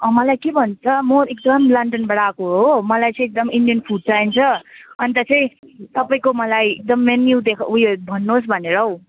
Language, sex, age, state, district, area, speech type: Nepali, female, 18-30, West Bengal, Kalimpong, rural, conversation